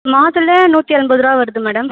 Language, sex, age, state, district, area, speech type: Tamil, female, 18-30, Tamil Nadu, Viluppuram, urban, conversation